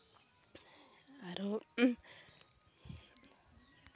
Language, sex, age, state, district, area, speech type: Santali, female, 18-30, West Bengal, Purulia, rural, spontaneous